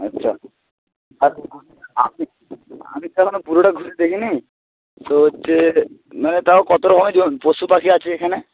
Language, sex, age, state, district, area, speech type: Bengali, male, 18-30, West Bengal, Jalpaiguri, rural, conversation